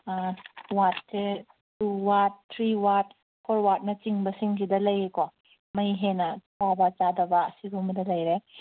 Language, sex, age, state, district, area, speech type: Manipuri, female, 30-45, Manipur, Kangpokpi, urban, conversation